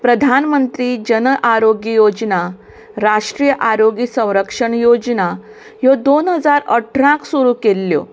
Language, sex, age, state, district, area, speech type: Goan Konkani, female, 45-60, Goa, Canacona, rural, spontaneous